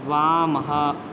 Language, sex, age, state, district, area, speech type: Sanskrit, male, 18-30, Bihar, Madhubani, rural, read